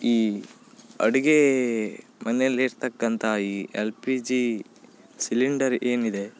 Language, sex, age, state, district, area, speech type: Kannada, male, 18-30, Karnataka, Uttara Kannada, rural, spontaneous